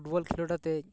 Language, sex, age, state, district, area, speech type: Santali, male, 30-45, West Bengal, Paschim Bardhaman, rural, spontaneous